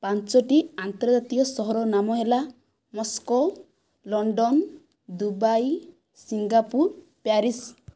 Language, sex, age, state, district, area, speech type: Odia, female, 45-60, Odisha, Kandhamal, rural, spontaneous